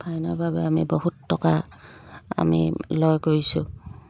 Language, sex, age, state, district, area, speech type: Assamese, female, 30-45, Assam, Dibrugarh, rural, spontaneous